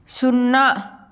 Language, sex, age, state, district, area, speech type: Telugu, female, 18-30, Andhra Pradesh, Srikakulam, urban, read